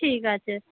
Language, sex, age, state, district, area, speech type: Bengali, female, 30-45, West Bengal, Howrah, urban, conversation